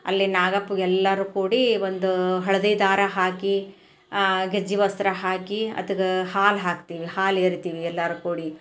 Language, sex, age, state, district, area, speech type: Kannada, female, 45-60, Karnataka, Koppal, rural, spontaneous